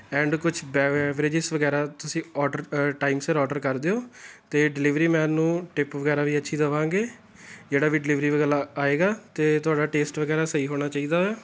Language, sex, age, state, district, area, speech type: Punjabi, male, 18-30, Punjab, Tarn Taran, rural, spontaneous